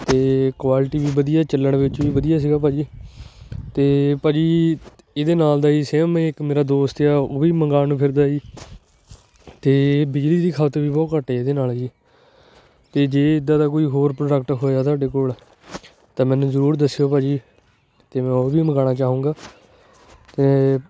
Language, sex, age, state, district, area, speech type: Punjabi, male, 18-30, Punjab, Shaheed Bhagat Singh Nagar, urban, spontaneous